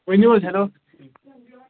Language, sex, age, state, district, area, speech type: Kashmiri, male, 18-30, Jammu and Kashmir, Bandipora, rural, conversation